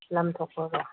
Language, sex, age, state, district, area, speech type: Manipuri, female, 60+, Manipur, Kangpokpi, urban, conversation